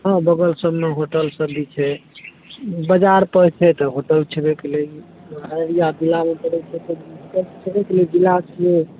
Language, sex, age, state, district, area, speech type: Maithili, male, 45-60, Bihar, Araria, rural, conversation